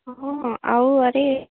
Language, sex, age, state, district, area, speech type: Odia, female, 18-30, Odisha, Cuttack, urban, conversation